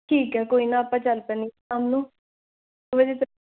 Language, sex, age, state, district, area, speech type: Punjabi, female, 18-30, Punjab, Shaheed Bhagat Singh Nagar, urban, conversation